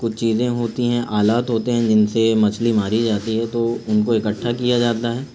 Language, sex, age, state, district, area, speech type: Urdu, male, 30-45, Uttar Pradesh, Azamgarh, rural, spontaneous